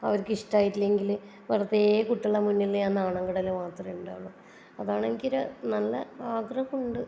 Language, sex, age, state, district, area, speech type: Malayalam, female, 30-45, Kerala, Kannur, rural, spontaneous